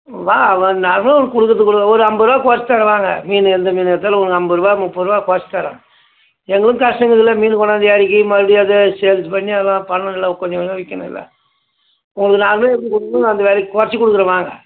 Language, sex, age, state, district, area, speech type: Tamil, male, 60+, Tamil Nadu, Tiruvannamalai, rural, conversation